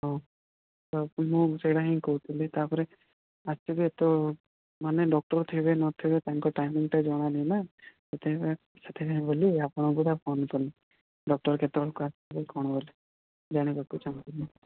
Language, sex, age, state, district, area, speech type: Odia, male, 18-30, Odisha, Koraput, urban, conversation